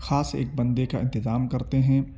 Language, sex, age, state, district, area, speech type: Urdu, male, 18-30, Delhi, Central Delhi, urban, spontaneous